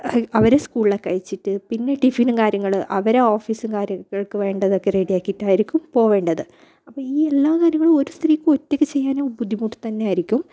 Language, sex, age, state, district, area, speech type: Malayalam, female, 30-45, Kerala, Kasaragod, rural, spontaneous